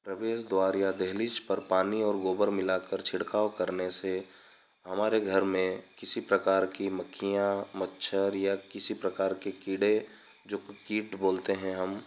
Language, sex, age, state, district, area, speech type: Hindi, male, 30-45, Madhya Pradesh, Ujjain, rural, spontaneous